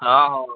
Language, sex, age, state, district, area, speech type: Odia, male, 18-30, Odisha, Bargarh, urban, conversation